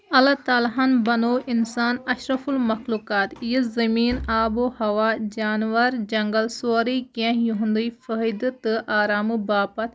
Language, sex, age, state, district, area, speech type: Kashmiri, female, 30-45, Jammu and Kashmir, Kulgam, rural, spontaneous